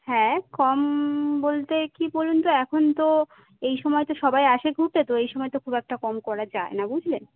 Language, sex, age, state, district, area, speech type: Bengali, female, 18-30, West Bengal, Jhargram, rural, conversation